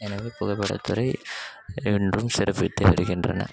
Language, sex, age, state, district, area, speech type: Tamil, male, 18-30, Tamil Nadu, Tiruvannamalai, rural, spontaneous